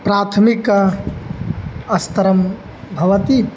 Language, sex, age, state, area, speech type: Sanskrit, male, 18-30, Uttar Pradesh, rural, spontaneous